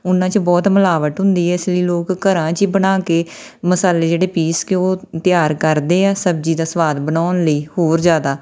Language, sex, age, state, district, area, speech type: Punjabi, female, 30-45, Punjab, Tarn Taran, rural, spontaneous